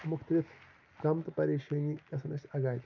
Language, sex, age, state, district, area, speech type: Kashmiri, male, 18-30, Jammu and Kashmir, Pulwama, rural, spontaneous